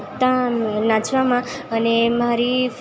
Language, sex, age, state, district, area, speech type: Gujarati, female, 18-30, Gujarat, Valsad, rural, spontaneous